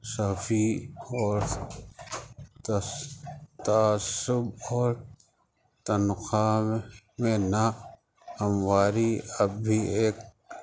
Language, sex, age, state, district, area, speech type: Urdu, male, 45-60, Uttar Pradesh, Rampur, urban, spontaneous